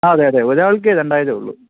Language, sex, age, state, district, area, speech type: Malayalam, male, 30-45, Kerala, Thiruvananthapuram, urban, conversation